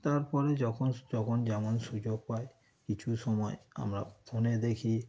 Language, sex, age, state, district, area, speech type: Bengali, male, 30-45, West Bengal, Darjeeling, rural, spontaneous